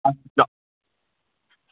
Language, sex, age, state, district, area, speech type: Dogri, male, 30-45, Jammu and Kashmir, Udhampur, rural, conversation